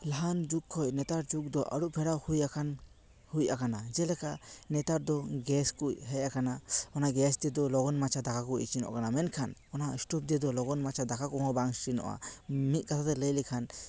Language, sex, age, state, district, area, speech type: Santali, male, 18-30, West Bengal, Paschim Bardhaman, rural, spontaneous